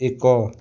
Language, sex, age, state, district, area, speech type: Odia, male, 30-45, Odisha, Kalahandi, rural, read